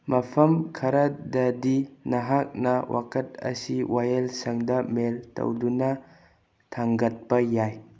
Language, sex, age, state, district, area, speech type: Manipuri, male, 18-30, Manipur, Bishnupur, rural, read